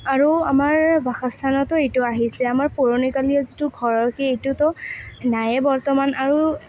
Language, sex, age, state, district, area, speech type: Assamese, female, 18-30, Assam, Kamrup Metropolitan, rural, spontaneous